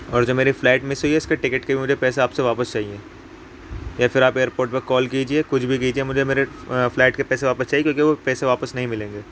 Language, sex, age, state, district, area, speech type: Urdu, male, 18-30, Uttar Pradesh, Ghaziabad, urban, spontaneous